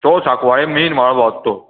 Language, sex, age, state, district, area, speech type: Goan Konkani, male, 18-30, Goa, Murmgao, rural, conversation